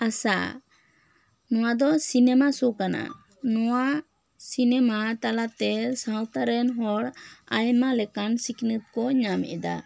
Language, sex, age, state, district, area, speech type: Santali, female, 18-30, West Bengal, Bankura, rural, spontaneous